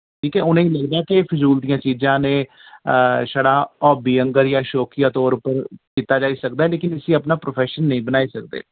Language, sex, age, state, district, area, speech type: Dogri, male, 45-60, Jammu and Kashmir, Jammu, urban, conversation